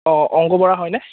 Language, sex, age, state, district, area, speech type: Assamese, male, 30-45, Assam, Biswanath, rural, conversation